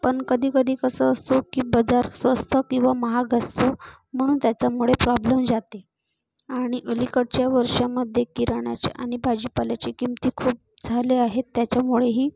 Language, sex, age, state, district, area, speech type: Marathi, female, 30-45, Maharashtra, Nagpur, urban, spontaneous